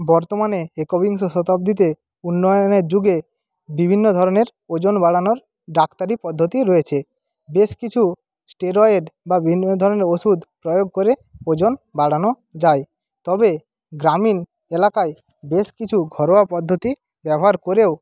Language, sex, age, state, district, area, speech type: Bengali, male, 45-60, West Bengal, Jhargram, rural, spontaneous